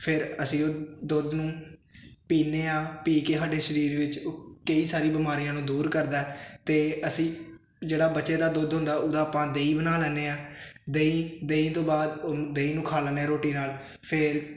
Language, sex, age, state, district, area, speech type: Punjabi, male, 18-30, Punjab, Hoshiarpur, rural, spontaneous